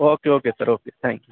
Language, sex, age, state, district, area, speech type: Urdu, male, 30-45, Uttar Pradesh, Mau, urban, conversation